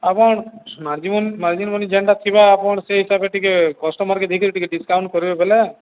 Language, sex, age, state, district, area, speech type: Odia, male, 45-60, Odisha, Nuapada, urban, conversation